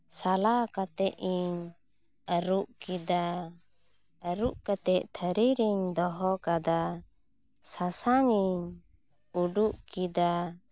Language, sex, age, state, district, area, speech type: Santali, female, 30-45, West Bengal, Purulia, rural, spontaneous